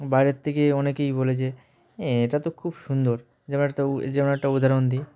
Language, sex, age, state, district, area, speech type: Bengali, male, 18-30, West Bengal, Dakshin Dinajpur, urban, spontaneous